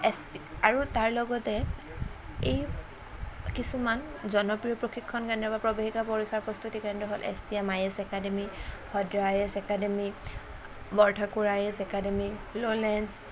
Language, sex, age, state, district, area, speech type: Assamese, female, 18-30, Assam, Kamrup Metropolitan, urban, spontaneous